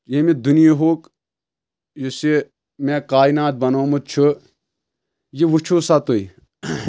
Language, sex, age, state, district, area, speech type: Kashmiri, male, 18-30, Jammu and Kashmir, Anantnag, rural, spontaneous